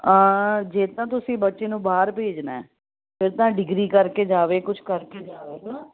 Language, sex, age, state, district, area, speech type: Punjabi, female, 45-60, Punjab, Ludhiana, urban, conversation